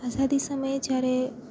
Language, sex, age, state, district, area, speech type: Gujarati, female, 18-30, Gujarat, Junagadh, rural, spontaneous